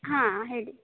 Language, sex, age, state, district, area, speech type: Kannada, female, 30-45, Karnataka, Uttara Kannada, rural, conversation